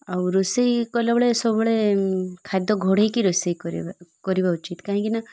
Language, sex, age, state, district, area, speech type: Odia, female, 30-45, Odisha, Malkangiri, urban, spontaneous